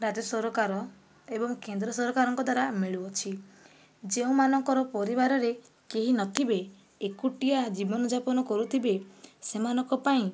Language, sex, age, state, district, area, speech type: Odia, female, 45-60, Odisha, Kandhamal, rural, spontaneous